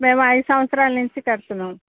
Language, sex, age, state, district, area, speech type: Telugu, female, 30-45, Telangana, Hyderabad, urban, conversation